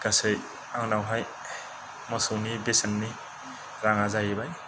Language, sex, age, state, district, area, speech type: Bodo, male, 45-60, Assam, Kokrajhar, rural, spontaneous